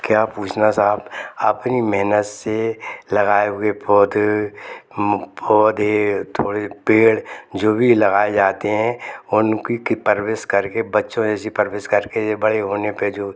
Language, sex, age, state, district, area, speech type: Hindi, male, 60+, Madhya Pradesh, Gwalior, rural, spontaneous